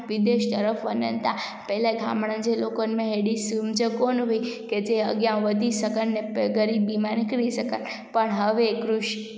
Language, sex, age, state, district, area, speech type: Sindhi, female, 18-30, Gujarat, Junagadh, rural, spontaneous